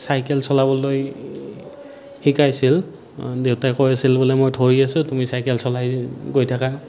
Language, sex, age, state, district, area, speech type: Assamese, male, 18-30, Assam, Nalbari, rural, spontaneous